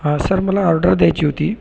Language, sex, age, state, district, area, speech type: Marathi, male, 30-45, Maharashtra, Buldhana, urban, spontaneous